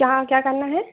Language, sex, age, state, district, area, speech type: Hindi, female, 18-30, Madhya Pradesh, Narsinghpur, urban, conversation